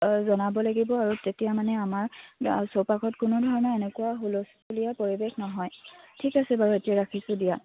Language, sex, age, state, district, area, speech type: Assamese, female, 18-30, Assam, Dibrugarh, rural, conversation